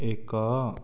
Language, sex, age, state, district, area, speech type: Odia, male, 18-30, Odisha, Kandhamal, rural, read